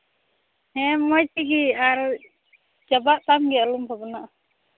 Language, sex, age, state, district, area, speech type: Santali, female, 18-30, Jharkhand, Pakur, rural, conversation